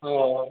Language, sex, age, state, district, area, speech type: Malayalam, male, 18-30, Kerala, Kasaragod, rural, conversation